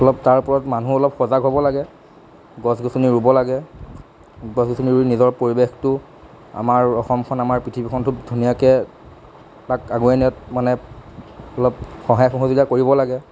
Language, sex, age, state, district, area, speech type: Assamese, male, 45-60, Assam, Morigaon, rural, spontaneous